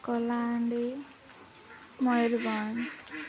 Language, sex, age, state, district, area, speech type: Odia, female, 18-30, Odisha, Nabarangpur, urban, spontaneous